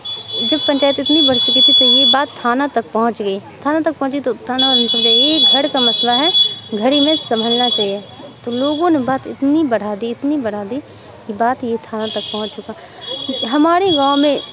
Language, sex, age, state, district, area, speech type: Urdu, female, 30-45, Bihar, Supaul, rural, spontaneous